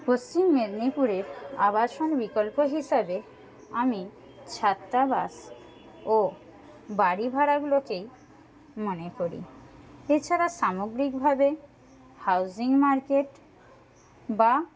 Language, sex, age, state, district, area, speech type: Bengali, female, 60+, West Bengal, Paschim Medinipur, rural, spontaneous